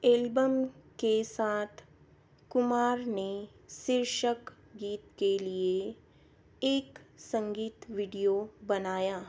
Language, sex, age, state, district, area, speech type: Hindi, female, 18-30, Madhya Pradesh, Betul, urban, read